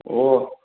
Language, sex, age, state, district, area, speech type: Manipuri, male, 18-30, Manipur, Imphal West, rural, conversation